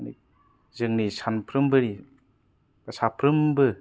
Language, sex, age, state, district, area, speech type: Bodo, male, 30-45, Assam, Kokrajhar, urban, spontaneous